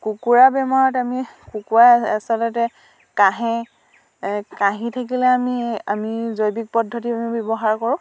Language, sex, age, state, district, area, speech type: Assamese, female, 30-45, Assam, Dhemaji, rural, spontaneous